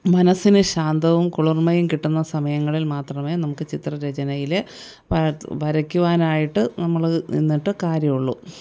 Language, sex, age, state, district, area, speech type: Malayalam, female, 45-60, Kerala, Thiruvananthapuram, urban, spontaneous